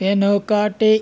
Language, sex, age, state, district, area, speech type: Telugu, male, 60+, Andhra Pradesh, West Godavari, rural, read